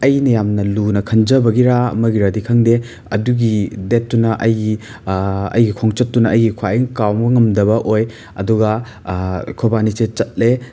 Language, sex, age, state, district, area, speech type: Manipuri, male, 45-60, Manipur, Imphal East, urban, spontaneous